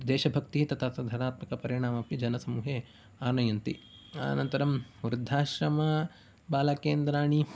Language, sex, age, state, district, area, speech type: Sanskrit, male, 18-30, Karnataka, Mysore, urban, spontaneous